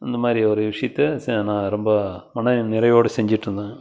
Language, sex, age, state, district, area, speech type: Tamil, male, 60+, Tamil Nadu, Krishnagiri, rural, spontaneous